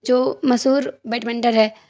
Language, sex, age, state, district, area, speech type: Urdu, female, 30-45, Bihar, Darbhanga, rural, spontaneous